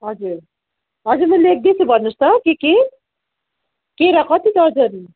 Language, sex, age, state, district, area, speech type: Nepali, female, 45-60, West Bengal, Darjeeling, rural, conversation